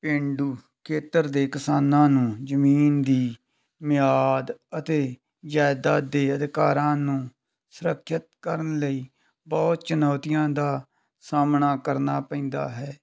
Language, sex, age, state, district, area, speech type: Punjabi, male, 45-60, Punjab, Tarn Taran, rural, spontaneous